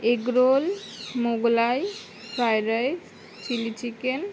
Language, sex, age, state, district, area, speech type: Bengali, female, 18-30, West Bengal, Howrah, urban, spontaneous